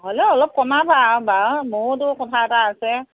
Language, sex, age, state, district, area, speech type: Assamese, female, 45-60, Assam, Morigaon, rural, conversation